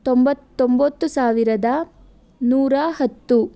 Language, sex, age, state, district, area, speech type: Kannada, female, 18-30, Karnataka, Tumkur, urban, spontaneous